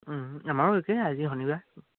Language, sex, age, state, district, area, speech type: Assamese, male, 18-30, Assam, Charaideo, rural, conversation